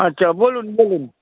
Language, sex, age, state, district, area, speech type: Bengali, male, 60+, West Bengal, Hooghly, rural, conversation